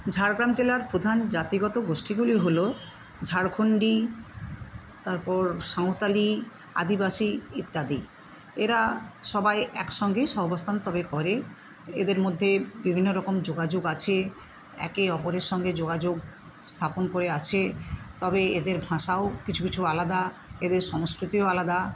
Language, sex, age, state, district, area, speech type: Bengali, female, 60+, West Bengal, Jhargram, rural, spontaneous